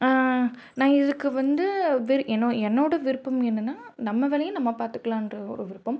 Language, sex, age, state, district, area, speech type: Tamil, female, 18-30, Tamil Nadu, Madurai, urban, spontaneous